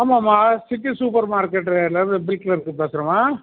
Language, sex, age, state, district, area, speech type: Tamil, male, 60+, Tamil Nadu, Cuddalore, rural, conversation